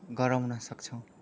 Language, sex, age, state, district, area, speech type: Nepali, male, 18-30, West Bengal, Kalimpong, rural, spontaneous